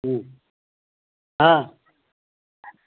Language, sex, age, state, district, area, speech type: Bengali, male, 60+, West Bengal, Uttar Dinajpur, urban, conversation